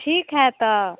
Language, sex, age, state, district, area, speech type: Hindi, female, 30-45, Bihar, Samastipur, rural, conversation